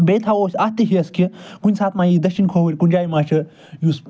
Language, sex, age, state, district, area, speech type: Kashmiri, male, 45-60, Jammu and Kashmir, Srinagar, urban, spontaneous